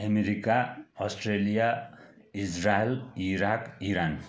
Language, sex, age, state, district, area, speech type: Nepali, male, 45-60, West Bengal, Kalimpong, rural, spontaneous